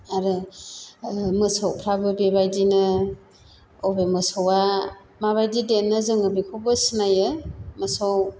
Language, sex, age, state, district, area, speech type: Bodo, female, 60+, Assam, Chirang, rural, spontaneous